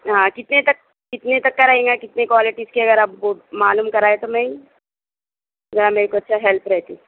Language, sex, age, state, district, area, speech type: Urdu, female, 18-30, Telangana, Hyderabad, urban, conversation